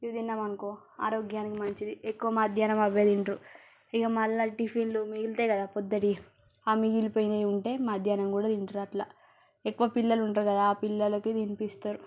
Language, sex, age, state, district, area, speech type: Telugu, female, 30-45, Telangana, Ranga Reddy, urban, spontaneous